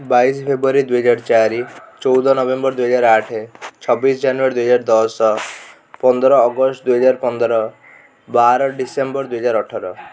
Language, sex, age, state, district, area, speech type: Odia, male, 18-30, Odisha, Cuttack, urban, spontaneous